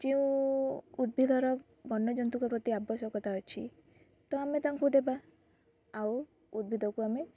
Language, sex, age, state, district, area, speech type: Odia, female, 18-30, Odisha, Kendrapara, urban, spontaneous